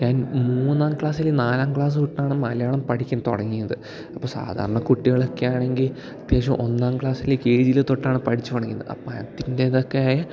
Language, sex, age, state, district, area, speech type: Malayalam, male, 18-30, Kerala, Idukki, rural, spontaneous